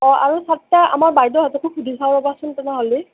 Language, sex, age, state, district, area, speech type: Assamese, male, 30-45, Assam, Nalbari, rural, conversation